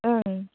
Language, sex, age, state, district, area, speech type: Bodo, female, 30-45, Assam, Baksa, rural, conversation